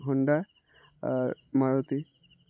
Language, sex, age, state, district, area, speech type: Bengali, male, 18-30, West Bengal, Uttar Dinajpur, urban, spontaneous